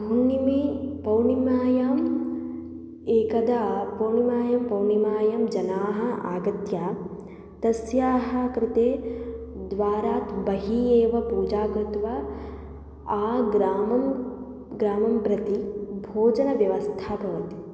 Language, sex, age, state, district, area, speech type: Sanskrit, female, 18-30, Karnataka, Chitradurga, rural, spontaneous